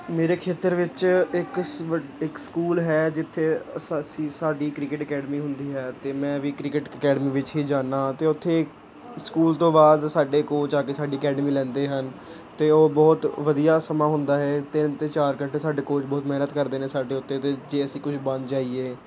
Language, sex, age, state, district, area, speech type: Punjabi, male, 18-30, Punjab, Gurdaspur, urban, spontaneous